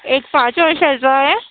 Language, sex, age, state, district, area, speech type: Marathi, female, 30-45, Maharashtra, Nagpur, urban, conversation